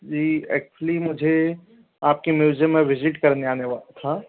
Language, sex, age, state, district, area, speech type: Hindi, male, 45-60, Madhya Pradesh, Bhopal, urban, conversation